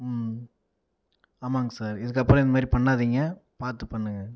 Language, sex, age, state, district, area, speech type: Tamil, male, 18-30, Tamil Nadu, Viluppuram, rural, spontaneous